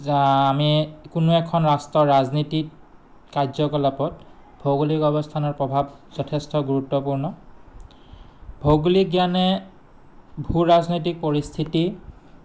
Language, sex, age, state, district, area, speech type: Assamese, male, 30-45, Assam, Goalpara, urban, spontaneous